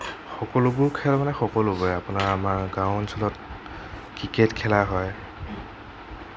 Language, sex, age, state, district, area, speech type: Assamese, male, 18-30, Assam, Nagaon, rural, spontaneous